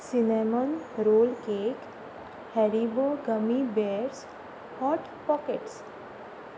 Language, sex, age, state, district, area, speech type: Goan Konkani, female, 30-45, Goa, Pernem, rural, spontaneous